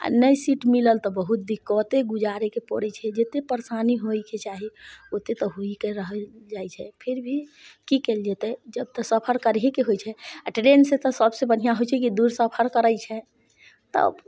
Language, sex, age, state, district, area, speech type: Maithili, female, 45-60, Bihar, Muzaffarpur, rural, spontaneous